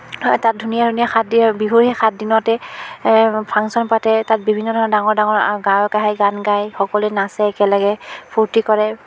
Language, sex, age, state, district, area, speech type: Assamese, female, 45-60, Assam, Biswanath, rural, spontaneous